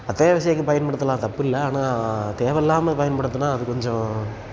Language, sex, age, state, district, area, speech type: Tamil, male, 18-30, Tamil Nadu, Tiruchirappalli, rural, spontaneous